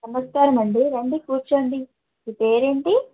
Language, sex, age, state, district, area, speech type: Telugu, female, 30-45, Telangana, Khammam, urban, conversation